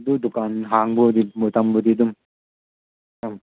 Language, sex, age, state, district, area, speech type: Manipuri, male, 18-30, Manipur, Chandel, rural, conversation